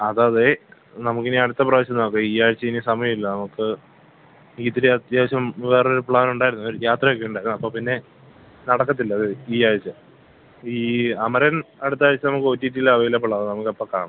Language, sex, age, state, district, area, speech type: Malayalam, male, 18-30, Kerala, Kollam, rural, conversation